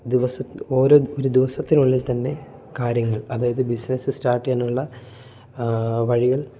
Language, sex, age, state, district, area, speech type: Malayalam, male, 18-30, Kerala, Idukki, rural, spontaneous